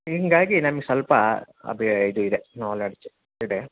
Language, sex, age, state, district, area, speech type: Kannada, male, 45-60, Karnataka, Davanagere, urban, conversation